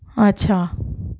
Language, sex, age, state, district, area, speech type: Urdu, male, 30-45, Telangana, Hyderabad, urban, spontaneous